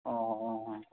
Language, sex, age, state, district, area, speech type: Manipuri, male, 18-30, Manipur, Chandel, rural, conversation